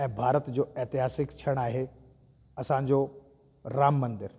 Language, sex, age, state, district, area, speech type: Sindhi, male, 30-45, Delhi, South Delhi, urban, spontaneous